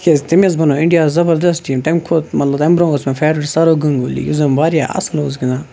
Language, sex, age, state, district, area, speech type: Kashmiri, male, 18-30, Jammu and Kashmir, Kupwara, rural, spontaneous